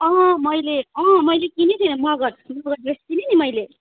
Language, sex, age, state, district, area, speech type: Nepali, female, 30-45, West Bengal, Darjeeling, rural, conversation